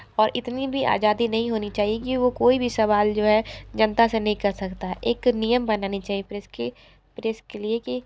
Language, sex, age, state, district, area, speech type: Hindi, female, 30-45, Uttar Pradesh, Sonbhadra, rural, spontaneous